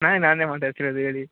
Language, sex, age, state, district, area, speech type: Kannada, male, 18-30, Karnataka, Mysore, urban, conversation